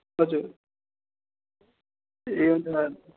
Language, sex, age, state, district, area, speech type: Nepali, male, 18-30, West Bengal, Darjeeling, rural, conversation